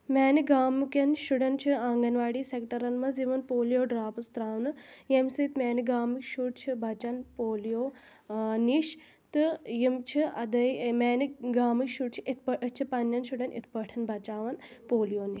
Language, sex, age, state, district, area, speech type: Kashmiri, female, 18-30, Jammu and Kashmir, Shopian, rural, spontaneous